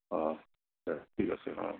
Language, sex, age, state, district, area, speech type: Assamese, male, 60+, Assam, Goalpara, urban, conversation